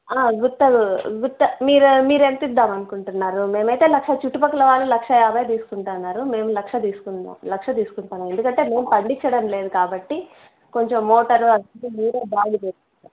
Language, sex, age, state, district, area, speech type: Telugu, female, 30-45, Andhra Pradesh, Kadapa, urban, conversation